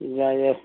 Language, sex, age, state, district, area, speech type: Manipuri, male, 45-60, Manipur, Churachandpur, rural, conversation